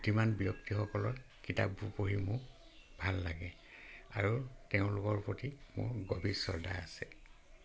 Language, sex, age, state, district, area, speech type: Assamese, male, 60+, Assam, Dhemaji, rural, spontaneous